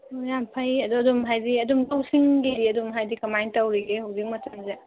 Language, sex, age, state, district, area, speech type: Manipuri, female, 30-45, Manipur, Senapati, rural, conversation